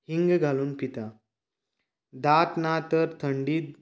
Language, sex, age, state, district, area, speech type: Goan Konkani, male, 30-45, Goa, Canacona, rural, spontaneous